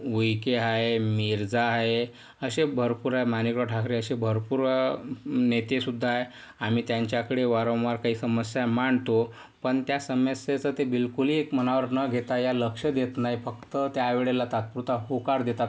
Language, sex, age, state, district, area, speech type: Marathi, male, 45-60, Maharashtra, Yavatmal, urban, spontaneous